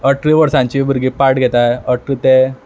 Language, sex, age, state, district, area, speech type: Goan Konkani, male, 18-30, Goa, Quepem, rural, spontaneous